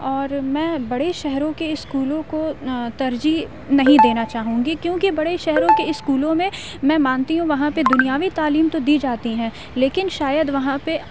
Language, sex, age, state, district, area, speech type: Urdu, female, 18-30, Uttar Pradesh, Aligarh, urban, spontaneous